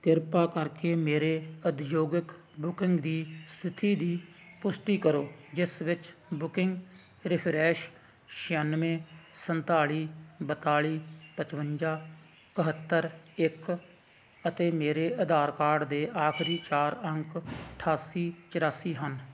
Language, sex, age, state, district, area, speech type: Punjabi, male, 45-60, Punjab, Hoshiarpur, rural, read